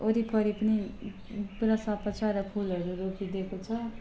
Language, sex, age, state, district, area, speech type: Nepali, female, 18-30, West Bengal, Alipurduar, urban, spontaneous